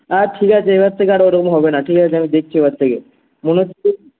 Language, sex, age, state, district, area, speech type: Bengali, male, 18-30, West Bengal, Darjeeling, urban, conversation